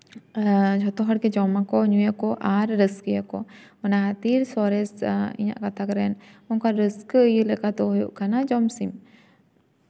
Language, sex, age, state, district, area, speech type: Santali, female, 18-30, West Bengal, Jhargram, rural, spontaneous